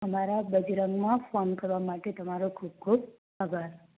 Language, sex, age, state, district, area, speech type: Gujarati, female, 18-30, Gujarat, Ahmedabad, urban, conversation